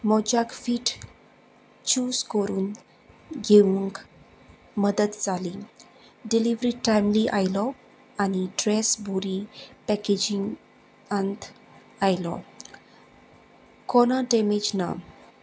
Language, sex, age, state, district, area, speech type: Goan Konkani, female, 30-45, Goa, Salcete, rural, spontaneous